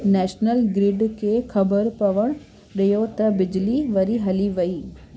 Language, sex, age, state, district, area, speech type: Sindhi, female, 30-45, Delhi, South Delhi, urban, read